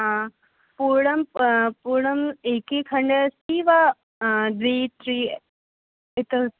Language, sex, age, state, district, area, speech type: Sanskrit, female, 18-30, Delhi, North East Delhi, urban, conversation